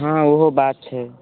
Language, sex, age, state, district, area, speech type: Maithili, male, 18-30, Bihar, Samastipur, urban, conversation